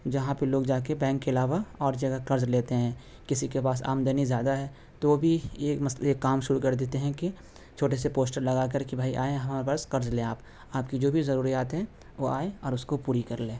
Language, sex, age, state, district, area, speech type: Urdu, male, 18-30, Delhi, North West Delhi, urban, spontaneous